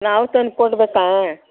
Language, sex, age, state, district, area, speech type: Kannada, female, 60+, Karnataka, Mandya, rural, conversation